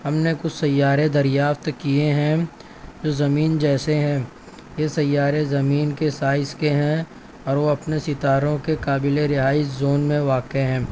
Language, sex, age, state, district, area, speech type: Urdu, male, 18-30, Maharashtra, Nashik, urban, spontaneous